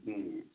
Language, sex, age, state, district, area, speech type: Manipuri, male, 30-45, Manipur, Kangpokpi, urban, conversation